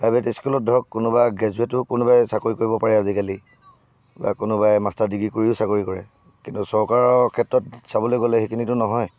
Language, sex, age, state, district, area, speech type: Assamese, male, 60+, Assam, Charaideo, urban, spontaneous